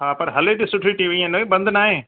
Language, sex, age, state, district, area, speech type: Sindhi, male, 60+, Maharashtra, Thane, urban, conversation